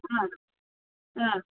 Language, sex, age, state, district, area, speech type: Tamil, female, 60+, Tamil Nadu, Salem, rural, conversation